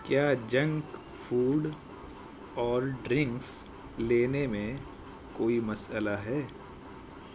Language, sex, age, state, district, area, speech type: Urdu, male, 18-30, Delhi, South Delhi, urban, read